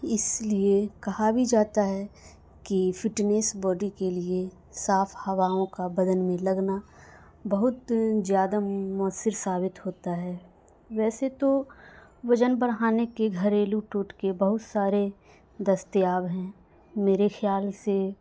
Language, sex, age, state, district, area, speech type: Urdu, female, 18-30, Bihar, Madhubani, rural, spontaneous